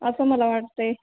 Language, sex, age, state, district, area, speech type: Marathi, female, 45-60, Maharashtra, Nanded, urban, conversation